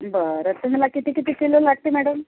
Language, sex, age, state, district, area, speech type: Marathi, female, 45-60, Maharashtra, Akola, rural, conversation